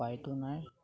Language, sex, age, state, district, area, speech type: Assamese, male, 45-60, Assam, Sivasagar, rural, spontaneous